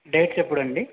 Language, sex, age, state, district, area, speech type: Telugu, male, 30-45, Andhra Pradesh, Chittoor, urban, conversation